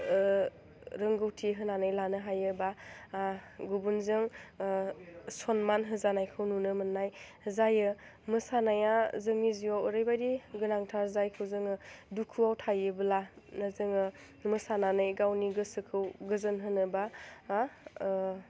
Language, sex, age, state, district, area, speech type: Bodo, female, 18-30, Assam, Udalguri, rural, spontaneous